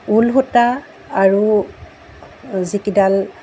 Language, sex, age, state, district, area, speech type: Assamese, female, 45-60, Assam, Charaideo, urban, spontaneous